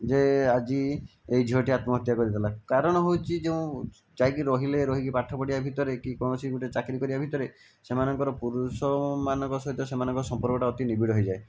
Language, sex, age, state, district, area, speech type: Odia, male, 45-60, Odisha, Jajpur, rural, spontaneous